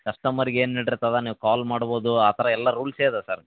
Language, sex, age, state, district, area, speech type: Kannada, male, 18-30, Karnataka, Koppal, rural, conversation